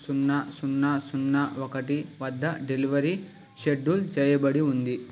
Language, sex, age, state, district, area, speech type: Telugu, male, 18-30, Andhra Pradesh, Krishna, urban, read